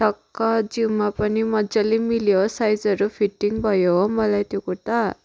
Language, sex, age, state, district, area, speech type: Nepali, female, 18-30, West Bengal, Darjeeling, rural, spontaneous